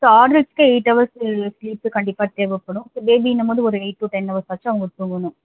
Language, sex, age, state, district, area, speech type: Tamil, female, 18-30, Tamil Nadu, Chennai, urban, conversation